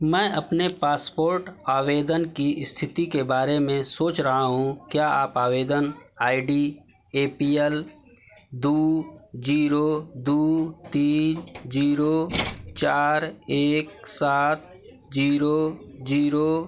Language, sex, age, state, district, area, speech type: Hindi, male, 30-45, Uttar Pradesh, Mau, urban, read